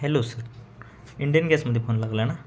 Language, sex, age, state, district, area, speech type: Marathi, male, 18-30, Maharashtra, Sangli, urban, spontaneous